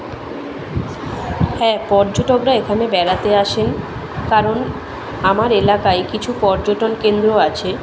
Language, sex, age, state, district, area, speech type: Bengali, female, 30-45, West Bengal, Kolkata, urban, spontaneous